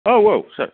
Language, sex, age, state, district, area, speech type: Bodo, male, 45-60, Assam, Kokrajhar, rural, conversation